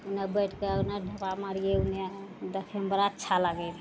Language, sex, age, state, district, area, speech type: Maithili, female, 45-60, Bihar, Araria, urban, spontaneous